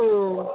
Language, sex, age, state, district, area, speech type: Manipuri, female, 30-45, Manipur, Kangpokpi, urban, conversation